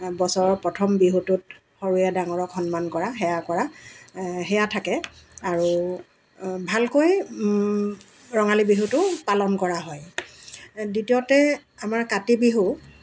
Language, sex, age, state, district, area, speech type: Assamese, female, 60+, Assam, Dibrugarh, rural, spontaneous